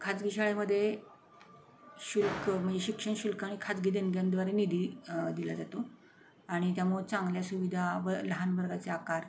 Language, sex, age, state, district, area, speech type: Marathi, female, 45-60, Maharashtra, Satara, urban, spontaneous